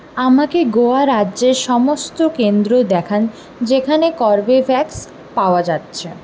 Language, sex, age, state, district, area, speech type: Bengali, female, 18-30, West Bengal, Purulia, urban, read